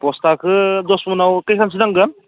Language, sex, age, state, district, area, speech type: Bodo, male, 18-30, Assam, Udalguri, rural, conversation